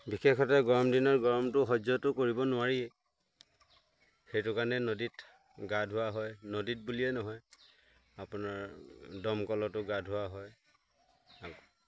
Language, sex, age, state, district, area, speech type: Assamese, male, 30-45, Assam, Lakhimpur, urban, spontaneous